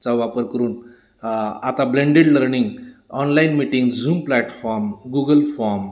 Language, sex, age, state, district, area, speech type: Marathi, male, 45-60, Maharashtra, Nanded, urban, spontaneous